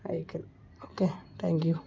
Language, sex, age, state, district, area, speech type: Telugu, male, 30-45, Andhra Pradesh, Vizianagaram, rural, spontaneous